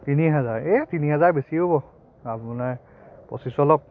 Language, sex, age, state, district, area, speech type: Assamese, male, 30-45, Assam, Biswanath, rural, spontaneous